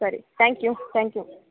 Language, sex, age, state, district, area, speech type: Kannada, female, 18-30, Karnataka, Chitradurga, rural, conversation